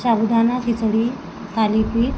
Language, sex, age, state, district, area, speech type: Marathi, female, 45-60, Maharashtra, Wardha, rural, spontaneous